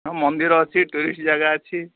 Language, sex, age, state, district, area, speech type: Odia, male, 45-60, Odisha, Sundergarh, rural, conversation